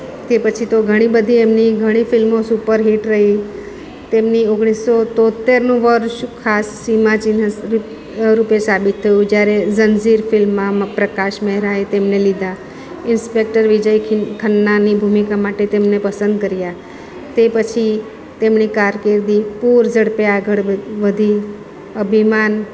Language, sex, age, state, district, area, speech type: Gujarati, female, 45-60, Gujarat, Surat, urban, spontaneous